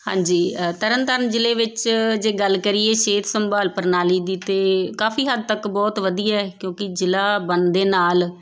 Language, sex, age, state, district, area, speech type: Punjabi, female, 30-45, Punjab, Tarn Taran, urban, spontaneous